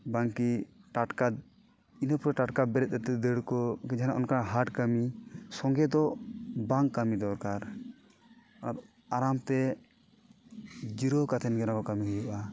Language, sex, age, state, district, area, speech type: Santali, male, 18-30, Jharkhand, East Singhbhum, rural, spontaneous